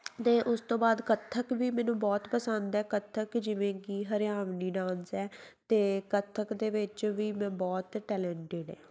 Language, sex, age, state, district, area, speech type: Punjabi, female, 18-30, Punjab, Tarn Taran, rural, spontaneous